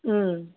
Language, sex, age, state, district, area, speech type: Tamil, female, 18-30, Tamil Nadu, Dharmapuri, rural, conversation